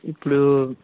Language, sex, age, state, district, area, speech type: Telugu, male, 18-30, Andhra Pradesh, Annamaya, rural, conversation